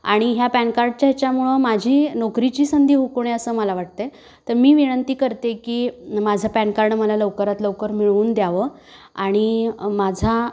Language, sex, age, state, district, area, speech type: Marathi, female, 30-45, Maharashtra, Kolhapur, urban, spontaneous